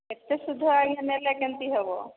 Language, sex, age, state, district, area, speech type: Odia, female, 30-45, Odisha, Boudh, rural, conversation